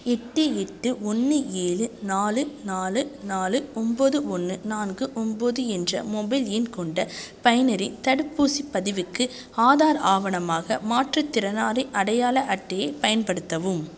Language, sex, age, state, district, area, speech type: Tamil, female, 18-30, Tamil Nadu, Thanjavur, urban, read